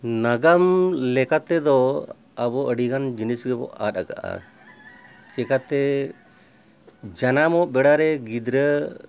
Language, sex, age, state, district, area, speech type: Santali, male, 60+, Jharkhand, Bokaro, rural, spontaneous